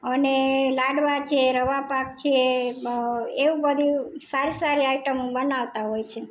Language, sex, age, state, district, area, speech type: Gujarati, female, 45-60, Gujarat, Rajkot, rural, spontaneous